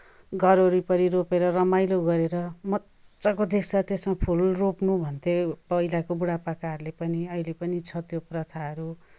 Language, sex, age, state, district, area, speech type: Nepali, female, 45-60, West Bengal, Kalimpong, rural, spontaneous